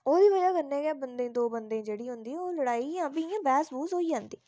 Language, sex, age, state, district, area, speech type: Dogri, female, 45-60, Jammu and Kashmir, Udhampur, rural, spontaneous